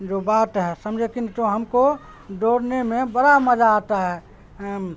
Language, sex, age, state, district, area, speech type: Urdu, male, 45-60, Bihar, Supaul, rural, spontaneous